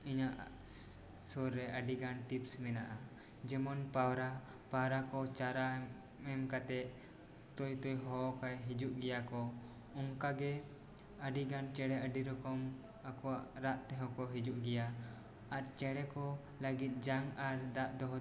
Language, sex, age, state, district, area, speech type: Santali, male, 18-30, West Bengal, Bankura, rural, spontaneous